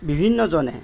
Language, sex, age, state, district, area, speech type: Assamese, male, 45-60, Assam, Darrang, rural, spontaneous